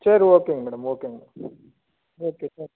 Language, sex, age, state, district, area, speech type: Tamil, male, 30-45, Tamil Nadu, Cuddalore, rural, conversation